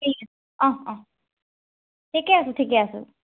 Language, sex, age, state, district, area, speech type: Assamese, female, 18-30, Assam, Charaideo, urban, conversation